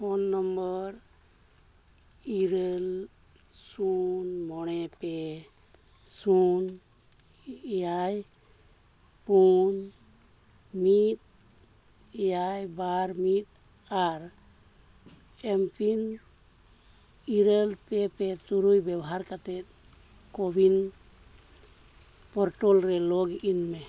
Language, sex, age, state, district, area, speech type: Santali, male, 45-60, Jharkhand, East Singhbhum, rural, read